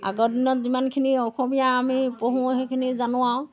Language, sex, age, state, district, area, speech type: Assamese, female, 60+, Assam, Golaghat, rural, spontaneous